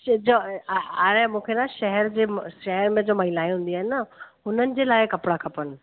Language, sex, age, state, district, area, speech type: Sindhi, female, 45-60, Delhi, South Delhi, urban, conversation